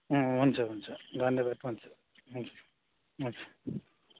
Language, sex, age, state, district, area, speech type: Nepali, male, 18-30, West Bengal, Darjeeling, rural, conversation